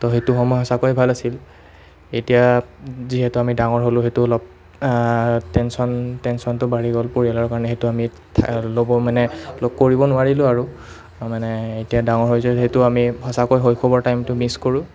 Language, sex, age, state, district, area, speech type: Assamese, male, 30-45, Assam, Nalbari, rural, spontaneous